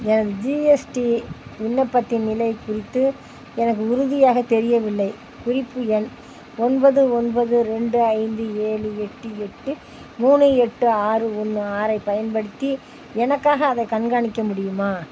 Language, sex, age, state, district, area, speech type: Tamil, female, 60+, Tamil Nadu, Tiruppur, rural, read